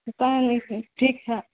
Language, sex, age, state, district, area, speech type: Urdu, female, 18-30, Bihar, Saharsa, rural, conversation